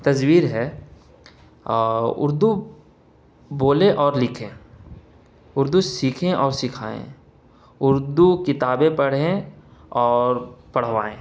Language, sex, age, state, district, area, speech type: Urdu, male, 18-30, Bihar, Gaya, urban, spontaneous